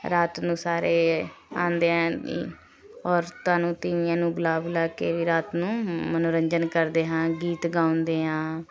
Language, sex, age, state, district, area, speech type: Punjabi, female, 30-45, Punjab, Shaheed Bhagat Singh Nagar, rural, spontaneous